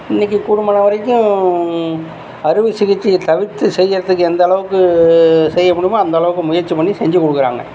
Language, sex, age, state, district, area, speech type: Tamil, male, 45-60, Tamil Nadu, Tiruchirappalli, rural, spontaneous